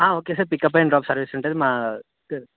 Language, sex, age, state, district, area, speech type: Telugu, male, 18-30, Telangana, Karimnagar, rural, conversation